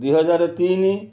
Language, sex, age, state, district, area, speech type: Odia, male, 45-60, Odisha, Kendrapara, urban, spontaneous